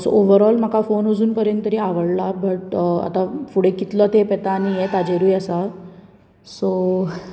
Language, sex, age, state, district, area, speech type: Goan Konkani, female, 18-30, Goa, Bardez, urban, spontaneous